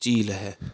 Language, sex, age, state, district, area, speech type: Punjabi, male, 18-30, Punjab, Fatehgarh Sahib, rural, spontaneous